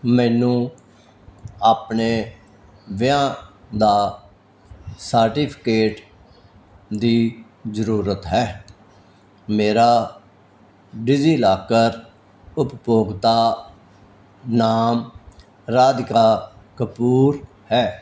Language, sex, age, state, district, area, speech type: Punjabi, male, 60+, Punjab, Fazilka, rural, read